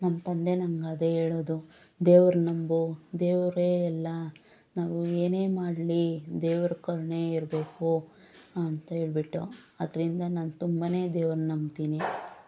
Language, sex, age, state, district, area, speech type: Kannada, female, 30-45, Karnataka, Bangalore Urban, rural, spontaneous